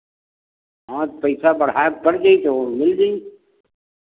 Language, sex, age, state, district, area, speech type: Hindi, male, 60+, Uttar Pradesh, Lucknow, rural, conversation